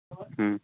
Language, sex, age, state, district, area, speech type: Bengali, male, 18-30, West Bengal, Uttar Dinajpur, urban, conversation